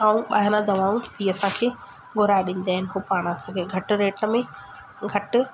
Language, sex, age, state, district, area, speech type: Sindhi, male, 45-60, Madhya Pradesh, Katni, urban, spontaneous